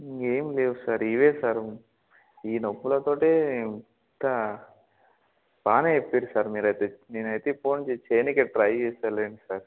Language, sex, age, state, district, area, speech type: Telugu, male, 18-30, Telangana, Mahabubabad, urban, conversation